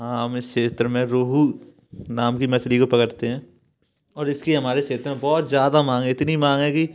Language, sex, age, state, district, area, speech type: Hindi, male, 18-30, Madhya Pradesh, Gwalior, urban, spontaneous